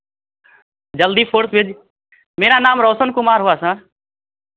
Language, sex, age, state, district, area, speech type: Hindi, male, 18-30, Bihar, Vaishali, rural, conversation